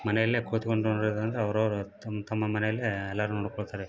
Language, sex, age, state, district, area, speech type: Kannada, male, 30-45, Karnataka, Bellary, rural, spontaneous